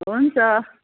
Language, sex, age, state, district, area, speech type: Nepali, female, 60+, West Bengal, Kalimpong, rural, conversation